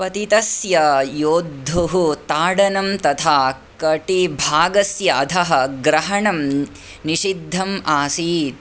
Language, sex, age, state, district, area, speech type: Sanskrit, male, 18-30, Karnataka, Bangalore Urban, rural, read